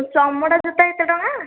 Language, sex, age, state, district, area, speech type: Odia, female, 45-60, Odisha, Khordha, rural, conversation